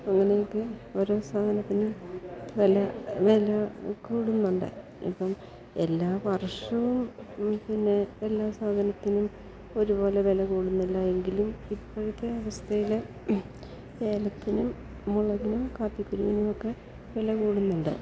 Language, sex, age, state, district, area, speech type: Malayalam, female, 60+, Kerala, Idukki, rural, spontaneous